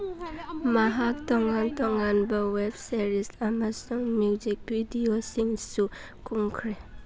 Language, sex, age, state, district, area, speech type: Manipuri, female, 18-30, Manipur, Churachandpur, rural, read